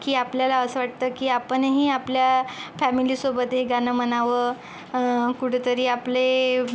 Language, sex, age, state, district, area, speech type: Marathi, female, 45-60, Maharashtra, Yavatmal, rural, spontaneous